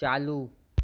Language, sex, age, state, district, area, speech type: Sindhi, male, 18-30, Maharashtra, Thane, urban, read